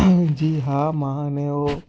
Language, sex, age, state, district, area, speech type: Sindhi, male, 18-30, Gujarat, Kutch, urban, spontaneous